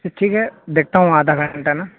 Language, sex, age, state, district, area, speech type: Urdu, male, 18-30, Uttar Pradesh, Saharanpur, urban, conversation